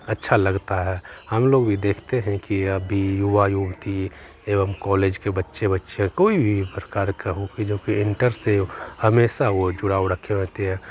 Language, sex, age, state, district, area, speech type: Hindi, male, 45-60, Bihar, Begusarai, urban, spontaneous